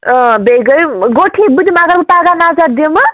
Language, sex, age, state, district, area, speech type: Kashmiri, female, 30-45, Jammu and Kashmir, Bandipora, rural, conversation